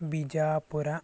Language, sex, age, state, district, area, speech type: Kannada, male, 45-60, Karnataka, Bangalore Rural, rural, spontaneous